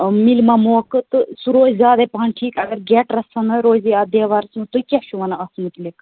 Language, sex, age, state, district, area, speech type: Kashmiri, female, 18-30, Jammu and Kashmir, Budgam, rural, conversation